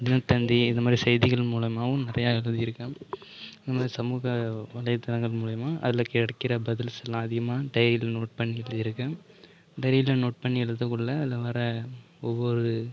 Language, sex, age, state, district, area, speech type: Tamil, male, 30-45, Tamil Nadu, Mayiladuthurai, urban, spontaneous